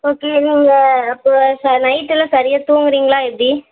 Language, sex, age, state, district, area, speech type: Tamil, female, 18-30, Tamil Nadu, Virudhunagar, rural, conversation